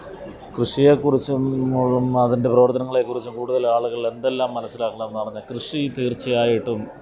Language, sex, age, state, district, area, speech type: Malayalam, male, 45-60, Kerala, Alappuzha, urban, spontaneous